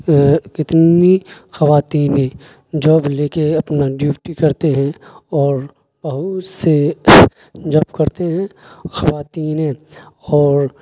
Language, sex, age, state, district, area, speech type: Urdu, male, 30-45, Bihar, Khagaria, rural, spontaneous